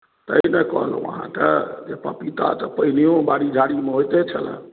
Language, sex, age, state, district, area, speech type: Maithili, male, 45-60, Bihar, Madhubani, rural, conversation